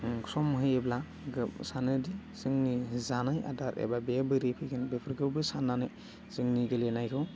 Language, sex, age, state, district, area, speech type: Bodo, male, 18-30, Assam, Baksa, rural, spontaneous